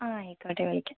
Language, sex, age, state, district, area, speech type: Malayalam, female, 45-60, Kerala, Kozhikode, urban, conversation